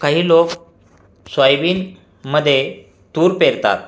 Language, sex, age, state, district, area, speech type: Marathi, male, 45-60, Maharashtra, Buldhana, rural, spontaneous